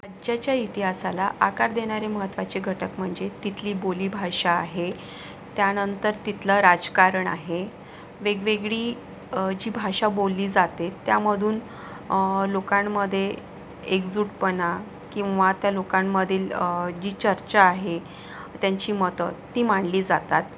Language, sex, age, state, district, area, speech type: Marathi, female, 45-60, Maharashtra, Yavatmal, urban, spontaneous